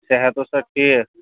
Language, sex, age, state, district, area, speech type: Kashmiri, male, 30-45, Jammu and Kashmir, Ganderbal, rural, conversation